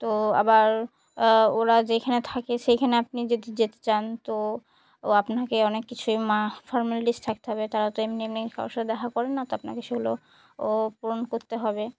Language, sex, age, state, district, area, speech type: Bengali, female, 18-30, West Bengal, Murshidabad, urban, spontaneous